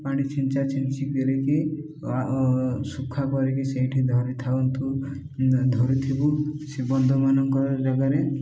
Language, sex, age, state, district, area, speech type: Odia, male, 30-45, Odisha, Koraput, urban, spontaneous